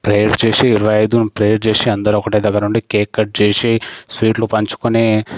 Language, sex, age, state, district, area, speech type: Telugu, male, 18-30, Telangana, Sangareddy, rural, spontaneous